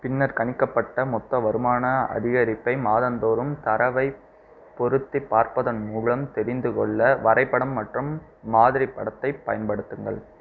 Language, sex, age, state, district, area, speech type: Tamil, male, 18-30, Tamil Nadu, Pudukkottai, rural, read